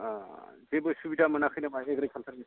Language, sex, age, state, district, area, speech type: Bodo, male, 45-60, Assam, Kokrajhar, rural, conversation